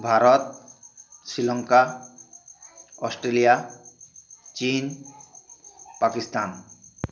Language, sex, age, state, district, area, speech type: Odia, male, 45-60, Odisha, Bargarh, urban, spontaneous